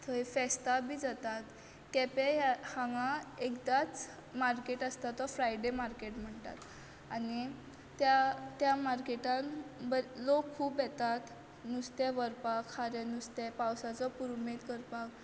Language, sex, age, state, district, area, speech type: Goan Konkani, female, 18-30, Goa, Quepem, urban, spontaneous